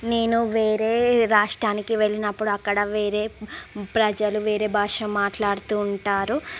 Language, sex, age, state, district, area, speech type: Telugu, female, 30-45, Andhra Pradesh, Srikakulam, urban, spontaneous